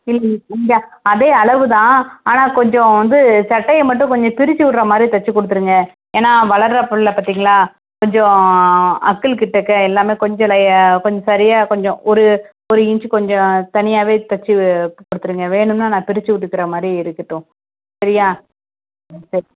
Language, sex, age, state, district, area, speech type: Tamil, female, 30-45, Tamil Nadu, Tirunelveli, rural, conversation